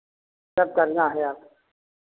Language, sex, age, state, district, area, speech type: Hindi, male, 60+, Uttar Pradesh, Lucknow, rural, conversation